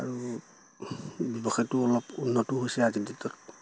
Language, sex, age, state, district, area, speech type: Assamese, male, 60+, Assam, Dibrugarh, rural, spontaneous